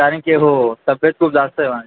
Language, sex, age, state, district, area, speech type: Marathi, male, 18-30, Maharashtra, Thane, urban, conversation